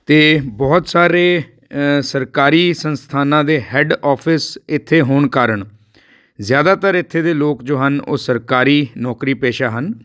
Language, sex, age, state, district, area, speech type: Punjabi, male, 45-60, Punjab, Patiala, urban, spontaneous